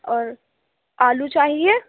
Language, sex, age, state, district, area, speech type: Urdu, female, 45-60, Delhi, Central Delhi, rural, conversation